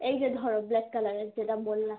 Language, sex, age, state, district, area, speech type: Bengali, female, 18-30, West Bengal, Malda, urban, conversation